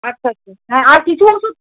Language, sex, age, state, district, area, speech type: Bengali, female, 30-45, West Bengal, Howrah, urban, conversation